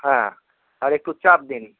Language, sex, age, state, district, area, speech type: Bengali, male, 18-30, West Bengal, Nadia, urban, conversation